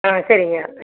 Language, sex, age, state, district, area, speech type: Tamil, female, 60+, Tamil Nadu, Erode, rural, conversation